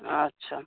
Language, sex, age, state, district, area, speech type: Santali, male, 18-30, West Bengal, Birbhum, rural, conversation